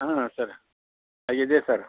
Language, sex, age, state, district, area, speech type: Kannada, male, 60+, Karnataka, Kodagu, rural, conversation